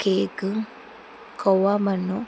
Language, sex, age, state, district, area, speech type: Telugu, female, 45-60, Andhra Pradesh, Kurnool, rural, spontaneous